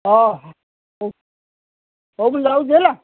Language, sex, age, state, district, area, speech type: Odia, male, 60+, Odisha, Gajapati, rural, conversation